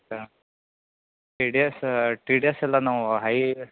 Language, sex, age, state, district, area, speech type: Kannada, male, 18-30, Karnataka, Gulbarga, urban, conversation